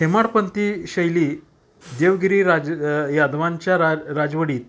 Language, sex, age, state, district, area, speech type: Marathi, male, 45-60, Maharashtra, Satara, urban, spontaneous